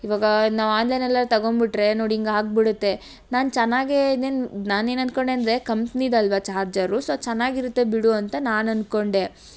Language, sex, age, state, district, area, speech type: Kannada, female, 18-30, Karnataka, Tumkur, urban, spontaneous